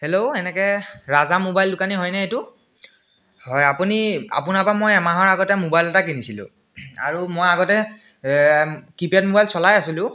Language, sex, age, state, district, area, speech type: Assamese, male, 18-30, Assam, Biswanath, rural, spontaneous